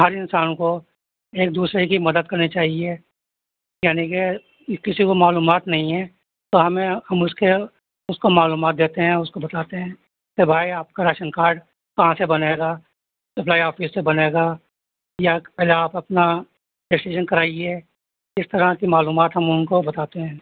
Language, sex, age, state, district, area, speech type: Urdu, male, 45-60, Uttar Pradesh, Rampur, urban, conversation